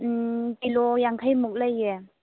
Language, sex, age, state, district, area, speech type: Manipuri, female, 18-30, Manipur, Churachandpur, rural, conversation